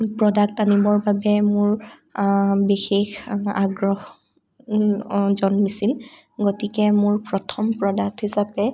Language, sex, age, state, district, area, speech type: Assamese, female, 18-30, Assam, Sonitpur, rural, spontaneous